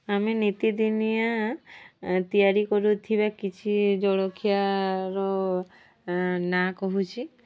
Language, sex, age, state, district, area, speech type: Odia, female, 18-30, Odisha, Mayurbhanj, rural, spontaneous